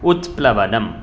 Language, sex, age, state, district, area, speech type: Sanskrit, male, 18-30, Karnataka, Bangalore Urban, urban, read